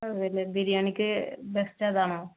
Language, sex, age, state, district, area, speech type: Malayalam, female, 18-30, Kerala, Palakkad, rural, conversation